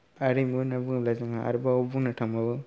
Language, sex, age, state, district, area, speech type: Bodo, male, 18-30, Assam, Kokrajhar, rural, spontaneous